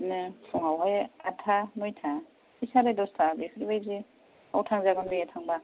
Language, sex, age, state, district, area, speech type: Bodo, female, 30-45, Assam, Kokrajhar, rural, conversation